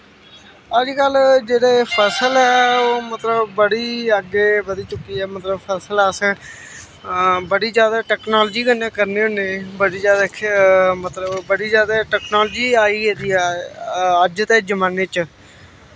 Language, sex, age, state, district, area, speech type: Dogri, male, 18-30, Jammu and Kashmir, Samba, rural, spontaneous